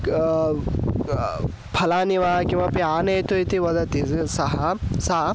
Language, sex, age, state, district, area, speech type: Sanskrit, male, 18-30, Karnataka, Hassan, rural, spontaneous